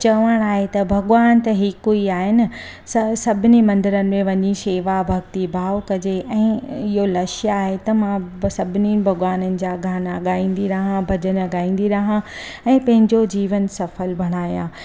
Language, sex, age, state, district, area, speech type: Sindhi, female, 30-45, Gujarat, Surat, urban, spontaneous